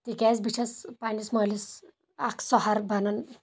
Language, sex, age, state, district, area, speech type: Kashmiri, female, 18-30, Jammu and Kashmir, Kulgam, rural, spontaneous